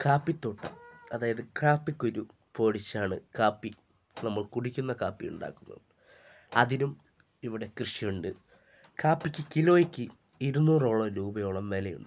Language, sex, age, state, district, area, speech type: Malayalam, male, 45-60, Kerala, Wayanad, rural, spontaneous